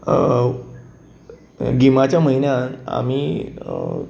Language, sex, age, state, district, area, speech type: Goan Konkani, male, 45-60, Goa, Bardez, urban, spontaneous